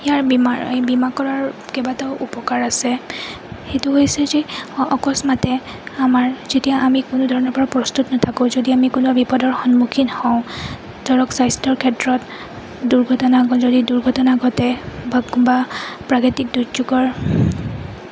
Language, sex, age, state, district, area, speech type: Assamese, female, 30-45, Assam, Goalpara, urban, spontaneous